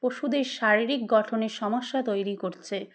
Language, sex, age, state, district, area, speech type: Bengali, female, 30-45, West Bengal, Dakshin Dinajpur, urban, spontaneous